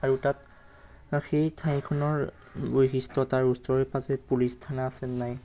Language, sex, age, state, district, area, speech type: Assamese, male, 18-30, Assam, Majuli, urban, spontaneous